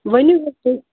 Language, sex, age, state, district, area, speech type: Kashmiri, female, 30-45, Jammu and Kashmir, Bandipora, rural, conversation